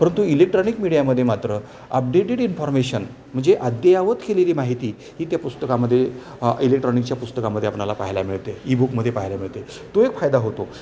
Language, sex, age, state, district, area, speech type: Marathi, male, 60+, Maharashtra, Satara, urban, spontaneous